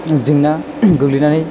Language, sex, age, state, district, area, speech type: Bodo, male, 18-30, Assam, Chirang, urban, spontaneous